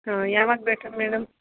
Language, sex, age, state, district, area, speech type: Kannada, female, 30-45, Karnataka, Mysore, urban, conversation